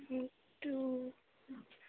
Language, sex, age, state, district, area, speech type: Assamese, female, 18-30, Assam, Sivasagar, urban, conversation